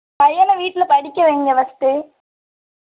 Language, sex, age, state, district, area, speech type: Tamil, female, 18-30, Tamil Nadu, Thoothukudi, rural, conversation